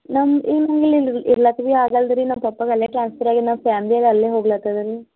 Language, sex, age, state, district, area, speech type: Kannada, female, 18-30, Karnataka, Bidar, urban, conversation